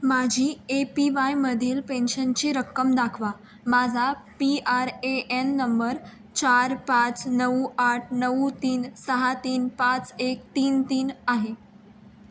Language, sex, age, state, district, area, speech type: Marathi, female, 18-30, Maharashtra, Raigad, rural, read